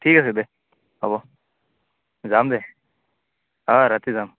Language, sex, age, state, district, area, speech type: Assamese, male, 18-30, Assam, Barpeta, rural, conversation